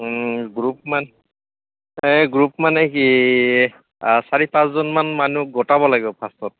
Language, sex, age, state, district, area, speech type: Assamese, male, 30-45, Assam, Goalpara, urban, conversation